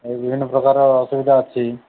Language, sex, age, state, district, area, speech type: Odia, male, 45-60, Odisha, Koraput, urban, conversation